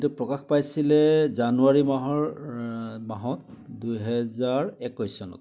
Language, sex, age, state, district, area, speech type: Assamese, male, 60+, Assam, Biswanath, rural, spontaneous